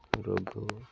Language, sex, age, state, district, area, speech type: Odia, male, 30-45, Odisha, Nabarangpur, urban, spontaneous